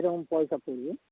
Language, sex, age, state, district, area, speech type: Bengali, male, 45-60, West Bengal, Dakshin Dinajpur, rural, conversation